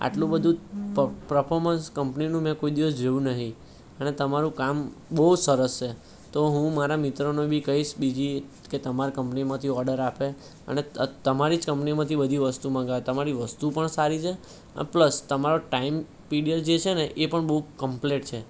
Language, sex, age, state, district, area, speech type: Gujarati, male, 18-30, Gujarat, Anand, urban, spontaneous